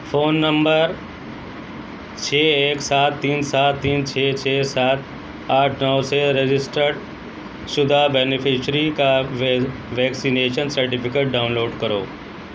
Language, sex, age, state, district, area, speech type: Urdu, male, 60+, Uttar Pradesh, Shahjahanpur, rural, read